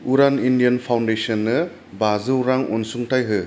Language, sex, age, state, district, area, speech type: Bodo, male, 30-45, Assam, Kokrajhar, urban, read